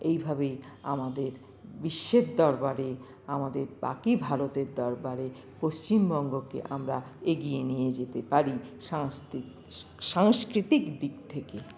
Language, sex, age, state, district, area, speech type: Bengali, female, 45-60, West Bengal, Paschim Bardhaman, urban, spontaneous